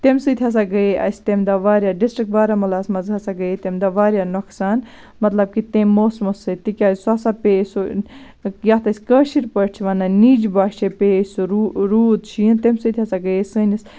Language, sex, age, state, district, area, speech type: Kashmiri, female, 30-45, Jammu and Kashmir, Baramulla, rural, spontaneous